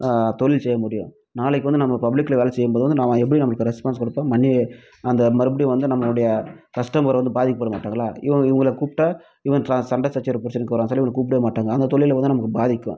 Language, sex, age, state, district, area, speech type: Tamil, male, 30-45, Tamil Nadu, Krishnagiri, rural, spontaneous